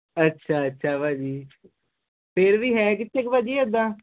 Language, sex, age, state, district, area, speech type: Punjabi, male, 18-30, Punjab, Hoshiarpur, rural, conversation